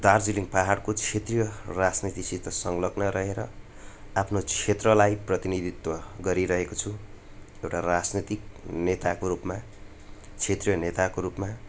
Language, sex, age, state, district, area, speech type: Nepali, male, 18-30, West Bengal, Darjeeling, rural, spontaneous